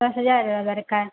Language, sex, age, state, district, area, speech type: Odia, female, 18-30, Odisha, Subarnapur, urban, conversation